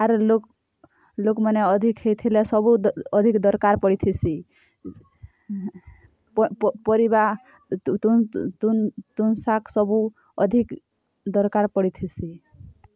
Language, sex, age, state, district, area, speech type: Odia, female, 30-45, Odisha, Kalahandi, rural, spontaneous